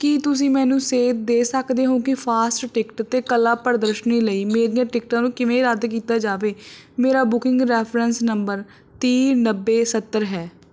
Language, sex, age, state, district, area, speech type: Punjabi, female, 18-30, Punjab, Barnala, urban, read